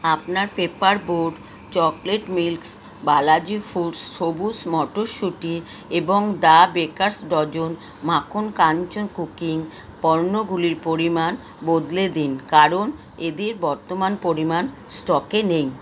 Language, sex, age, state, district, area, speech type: Bengali, female, 60+, West Bengal, Kolkata, urban, read